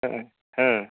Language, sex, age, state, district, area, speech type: Odia, male, 30-45, Odisha, Nayagarh, rural, conversation